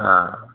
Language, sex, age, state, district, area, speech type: Sanskrit, male, 30-45, Kerala, Ernakulam, rural, conversation